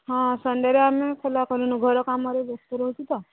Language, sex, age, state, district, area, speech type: Odia, female, 18-30, Odisha, Subarnapur, urban, conversation